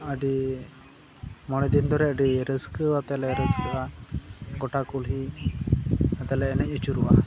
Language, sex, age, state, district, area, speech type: Santali, male, 18-30, West Bengal, Malda, rural, spontaneous